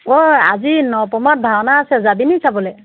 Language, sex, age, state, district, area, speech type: Assamese, female, 45-60, Assam, Jorhat, urban, conversation